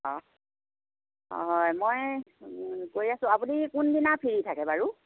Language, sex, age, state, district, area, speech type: Assamese, female, 45-60, Assam, Golaghat, rural, conversation